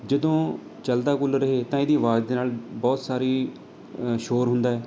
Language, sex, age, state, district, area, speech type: Punjabi, male, 30-45, Punjab, Mohali, urban, spontaneous